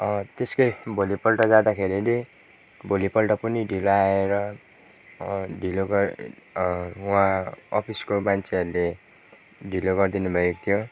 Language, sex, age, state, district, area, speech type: Nepali, male, 30-45, West Bengal, Kalimpong, rural, spontaneous